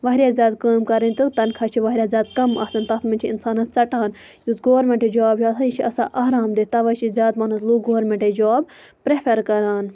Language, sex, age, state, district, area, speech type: Kashmiri, female, 18-30, Jammu and Kashmir, Bandipora, rural, spontaneous